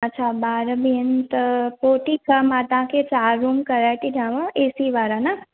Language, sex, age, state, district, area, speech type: Sindhi, female, 18-30, Maharashtra, Thane, urban, conversation